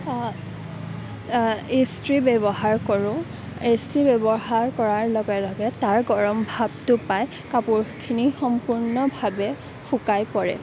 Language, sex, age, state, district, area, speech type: Assamese, female, 18-30, Assam, Kamrup Metropolitan, urban, spontaneous